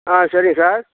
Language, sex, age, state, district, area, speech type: Tamil, male, 45-60, Tamil Nadu, Kallakurichi, rural, conversation